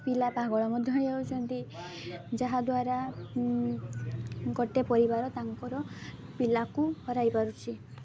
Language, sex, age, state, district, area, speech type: Odia, female, 18-30, Odisha, Mayurbhanj, rural, spontaneous